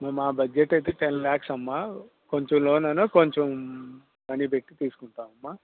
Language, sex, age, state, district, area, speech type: Telugu, male, 45-60, Andhra Pradesh, Bapatla, rural, conversation